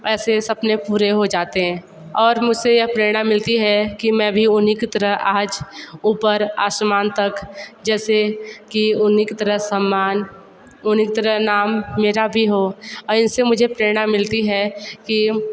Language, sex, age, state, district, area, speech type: Hindi, female, 45-60, Uttar Pradesh, Sonbhadra, rural, spontaneous